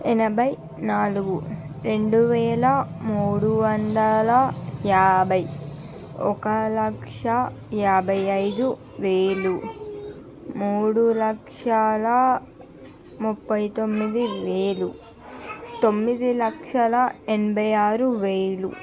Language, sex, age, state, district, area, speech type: Telugu, female, 45-60, Andhra Pradesh, Visakhapatnam, urban, spontaneous